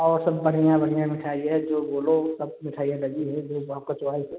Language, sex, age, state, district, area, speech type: Hindi, male, 30-45, Uttar Pradesh, Prayagraj, rural, conversation